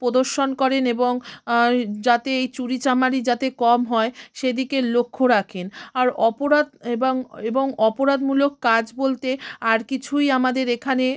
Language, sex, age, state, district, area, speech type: Bengali, female, 45-60, West Bengal, South 24 Parganas, rural, spontaneous